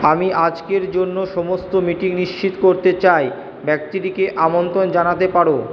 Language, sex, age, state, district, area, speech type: Bengali, male, 60+, West Bengal, Purba Bardhaman, urban, read